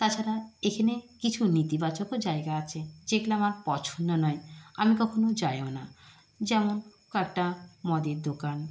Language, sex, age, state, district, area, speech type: Bengali, female, 60+, West Bengal, Nadia, rural, spontaneous